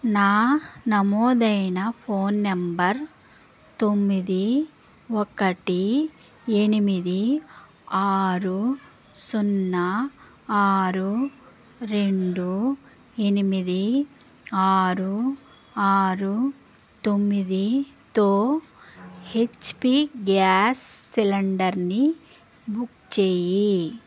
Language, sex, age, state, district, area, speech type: Telugu, male, 45-60, Andhra Pradesh, West Godavari, rural, read